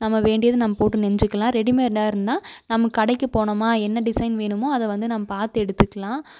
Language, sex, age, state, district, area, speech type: Tamil, female, 18-30, Tamil Nadu, Coimbatore, rural, spontaneous